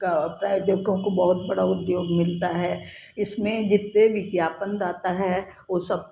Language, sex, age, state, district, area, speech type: Hindi, female, 60+, Madhya Pradesh, Jabalpur, urban, spontaneous